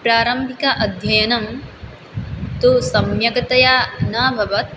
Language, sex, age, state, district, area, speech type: Sanskrit, female, 18-30, Assam, Biswanath, rural, spontaneous